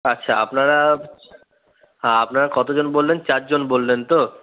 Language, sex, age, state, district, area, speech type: Bengali, male, 30-45, West Bengal, Purulia, urban, conversation